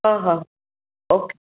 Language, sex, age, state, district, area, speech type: Sindhi, female, 45-60, Maharashtra, Mumbai Suburban, urban, conversation